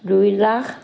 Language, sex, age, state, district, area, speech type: Assamese, female, 60+, Assam, Charaideo, rural, spontaneous